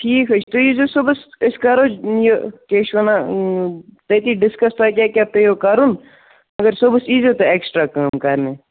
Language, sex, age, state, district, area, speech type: Kashmiri, male, 30-45, Jammu and Kashmir, Kupwara, rural, conversation